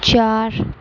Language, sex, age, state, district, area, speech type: Urdu, female, 18-30, Uttar Pradesh, Gautam Buddha Nagar, rural, read